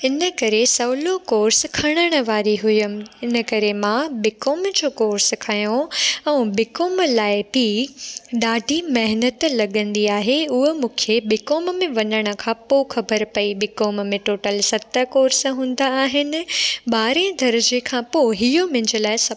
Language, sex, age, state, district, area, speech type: Sindhi, female, 18-30, Gujarat, Junagadh, urban, spontaneous